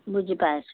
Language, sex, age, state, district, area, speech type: Assamese, male, 60+, Assam, Majuli, urban, conversation